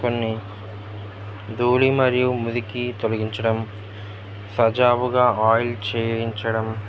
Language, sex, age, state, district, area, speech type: Telugu, male, 18-30, Andhra Pradesh, Nellore, rural, spontaneous